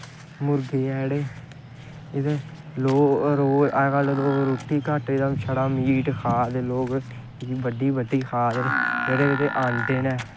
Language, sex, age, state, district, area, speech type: Dogri, male, 18-30, Jammu and Kashmir, Kathua, rural, spontaneous